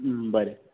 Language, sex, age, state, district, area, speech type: Goan Konkani, male, 18-30, Goa, Ponda, rural, conversation